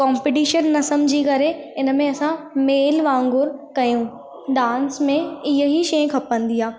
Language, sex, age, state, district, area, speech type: Sindhi, female, 18-30, Madhya Pradesh, Katni, urban, spontaneous